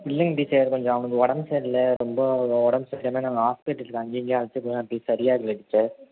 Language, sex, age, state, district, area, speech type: Tamil, male, 30-45, Tamil Nadu, Thanjavur, urban, conversation